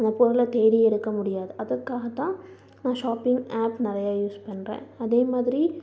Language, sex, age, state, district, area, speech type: Tamil, female, 18-30, Tamil Nadu, Tiruppur, urban, spontaneous